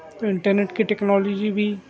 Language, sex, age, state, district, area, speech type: Urdu, male, 18-30, Telangana, Hyderabad, urban, spontaneous